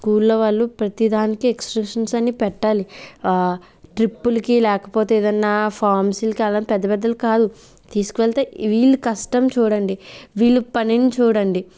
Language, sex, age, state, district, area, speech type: Telugu, female, 45-60, Andhra Pradesh, Kakinada, rural, spontaneous